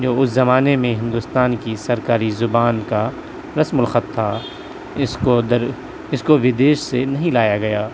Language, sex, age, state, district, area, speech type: Urdu, male, 18-30, Delhi, South Delhi, urban, spontaneous